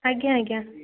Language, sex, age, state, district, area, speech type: Odia, female, 18-30, Odisha, Puri, urban, conversation